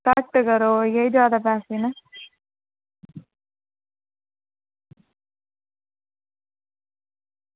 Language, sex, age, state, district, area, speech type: Dogri, female, 18-30, Jammu and Kashmir, Reasi, rural, conversation